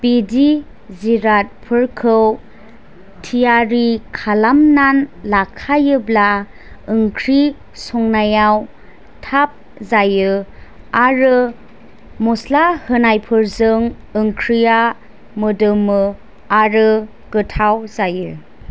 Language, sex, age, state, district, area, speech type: Bodo, female, 18-30, Assam, Chirang, rural, spontaneous